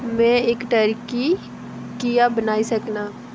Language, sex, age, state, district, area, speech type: Dogri, female, 18-30, Jammu and Kashmir, Reasi, rural, read